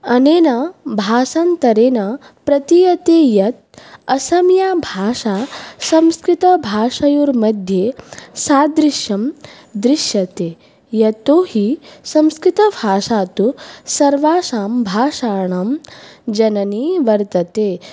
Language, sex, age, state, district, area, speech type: Sanskrit, female, 18-30, Assam, Baksa, rural, spontaneous